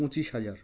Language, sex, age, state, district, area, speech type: Bengali, male, 45-60, West Bengal, South 24 Parganas, rural, spontaneous